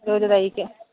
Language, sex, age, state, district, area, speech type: Malayalam, female, 45-60, Kerala, Pathanamthitta, rural, conversation